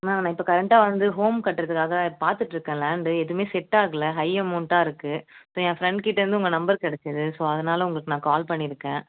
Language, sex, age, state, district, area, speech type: Tamil, female, 30-45, Tamil Nadu, Chennai, urban, conversation